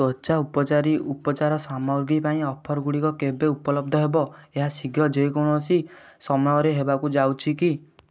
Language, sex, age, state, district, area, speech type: Odia, male, 18-30, Odisha, Kendujhar, urban, read